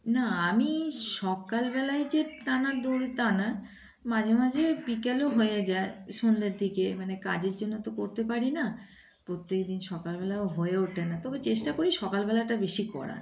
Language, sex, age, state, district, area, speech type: Bengali, female, 45-60, West Bengal, Darjeeling, rural, spontaneous